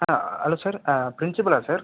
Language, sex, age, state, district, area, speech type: Tamil, male, 18-30, Tamil Nadu, Viluppuram, urban, conversation